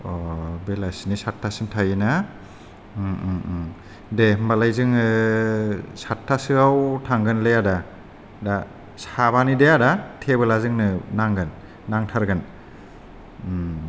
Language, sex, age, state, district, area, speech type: Bodo, male, 30-45, Assam, Kokrajhar, rural, spontaneous